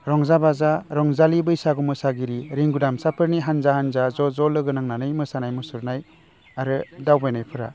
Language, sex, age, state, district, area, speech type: Bodo, male, 30-45, Assam, Baksa, urban, spontaneous